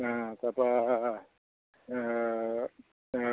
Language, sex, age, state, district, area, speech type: Assamese, male, 60+, Assam, Majuli, urban, conversation